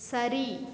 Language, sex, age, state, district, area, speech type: Tamil, female, 45-60, Tamil Nadu, Cuddalore, rural, read